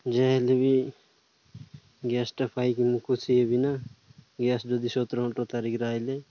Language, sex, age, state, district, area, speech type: Odia, male, 30-45, Odisha, Nabarangpur, urban, spontaneous